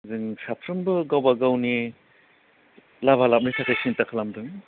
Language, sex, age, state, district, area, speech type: Bodo, male, 45-60, Assam, Udalguri, urban, conversation